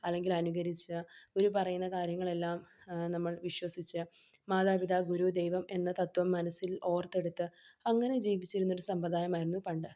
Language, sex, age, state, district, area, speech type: Malayalam, female, 18-30, Kerala, Palakkad, rural, spontaneous